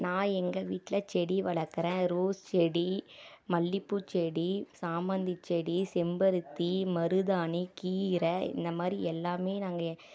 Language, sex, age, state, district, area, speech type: Tamil, female, 30-45, Tamil Nadu, Dharmapuri, rural, spontaneous